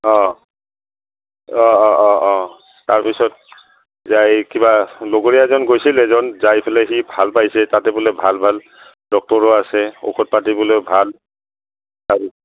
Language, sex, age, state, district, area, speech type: Assamese, male, 60+, Assam, Udalguri, rural, conversation